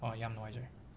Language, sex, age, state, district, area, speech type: Manipuri, male, 30-45, Manipur, Imphal West, urban, spontaneous